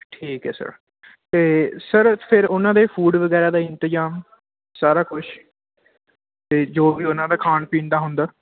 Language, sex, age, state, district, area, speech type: Punjabi, male, 18-30, Punjab, Ludhiana, urban, conversation